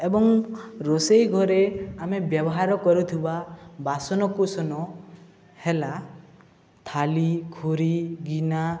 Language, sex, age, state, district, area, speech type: Odia, male, 18-30, Odisha, Subarnapur, urban, spontaneous